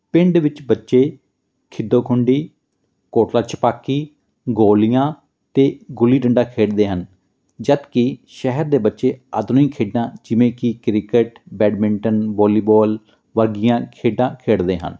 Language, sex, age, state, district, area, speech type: Punjabi, male, 45-60, Punjab, Fatehgarh Sahib, rural, spontaneous